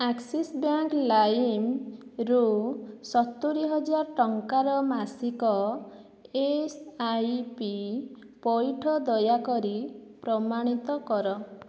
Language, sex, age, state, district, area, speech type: Odia, female, 45-60, Odisha, Boudh, rural, read